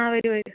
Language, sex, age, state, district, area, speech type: Malayalam, female, 30-45, Kerala, Palakkad, urban, conversation